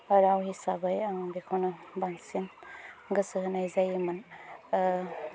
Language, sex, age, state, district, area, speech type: Bodo, female, 30-45, Assam, Udalguri, rural, spontaneous